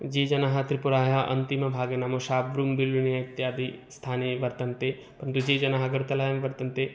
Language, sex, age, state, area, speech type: Sanskrit, male, 18-30, Tripura, rural, spontaneous